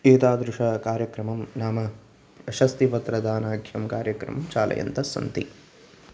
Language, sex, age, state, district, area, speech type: Sanskrit, male, 18-30, Karnataka, Uttara Kannada, rural, spontaneous